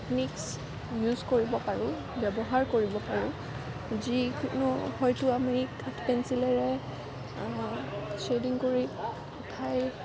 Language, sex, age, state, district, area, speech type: Assamese, female, 18-30, Assam, Kamrup Metropolitan, urban, spontaneous